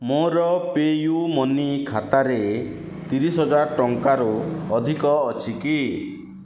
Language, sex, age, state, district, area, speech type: Odia, male, 30-45, Odisha, Kalahandi, rural, read